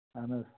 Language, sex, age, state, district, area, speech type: Kashmiri, male, 30-45, Jammu and Kashmir, Anantnag, rural, conversation